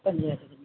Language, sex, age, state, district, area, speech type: Tamil, female, 60+, Tamil Nadu, Ariyalur, rural, conversation